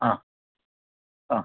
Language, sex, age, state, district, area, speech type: Malayalam, male, 18-30, Kerala, Wayanad, rural, conversation